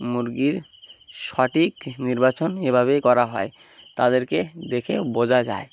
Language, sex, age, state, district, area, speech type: Bengali, male, 18-30, West Bengal, Uttar Dinajpur, urban, spontaneous